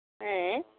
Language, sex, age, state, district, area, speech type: Santali, female, 30-45, West Bengal, Purulia, rural, conversation